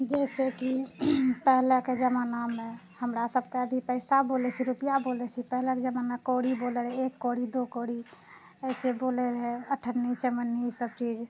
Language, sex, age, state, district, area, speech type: Maithili, female, 60+, Bihar, Purnia, urban, spontaneous